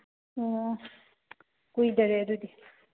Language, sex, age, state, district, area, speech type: Manipuri, female, 18-30, Manipur, Churachandpur, rural, conversation